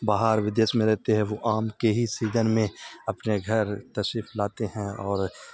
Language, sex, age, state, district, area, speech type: Urdu, male, 30-45, Bihar, Supaul, rural, spontaneous